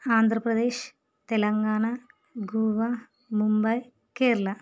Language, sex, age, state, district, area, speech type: Telugu, female, 45-60, Andhra Pradesh, Visakhapatnam, urban, spontaneous